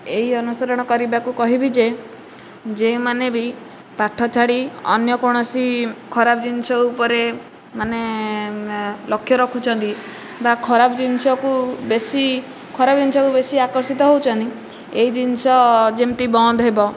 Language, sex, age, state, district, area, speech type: Odia, female, 18-30, Odisha, Nayagarh, rural, spontaneous